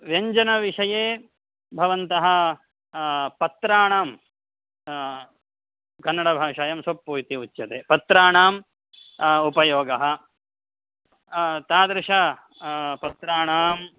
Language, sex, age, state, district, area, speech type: Sanskrit, male, 30-45, Karnataka, Shimoga, urban, conversation